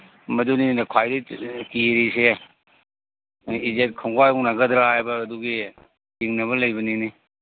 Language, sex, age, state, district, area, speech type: Manipuri, male, 60+, Manipur, Imphal East, urban, conversation